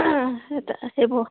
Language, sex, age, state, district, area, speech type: Assamese, female, 18-30, Assam, Sivasagar, rural, conversation